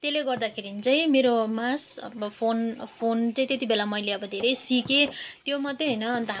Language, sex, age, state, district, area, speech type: Nepali, female, 18-30, West Bengal, Jalpaiguri, urban, spontaneous